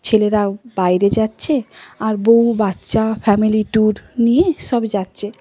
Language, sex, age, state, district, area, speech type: Bengali, female, 45-60, West Bengal, Nadia, rural, spontaneous